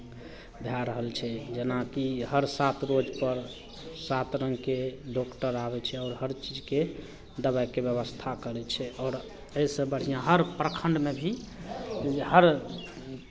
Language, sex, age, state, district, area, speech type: Maithili, male, 30-45, Bihar, Madhepura, rural, spontaneous